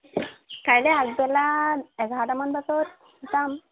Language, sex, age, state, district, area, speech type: Assamese, female, 18-30, Assam, Sivasagar, urban, conversation